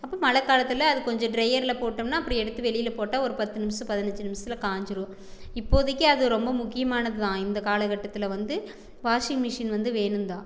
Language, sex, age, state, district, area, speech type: Tamil, female, 45-60, Tamil Nadu, Erode, rural, spontaneous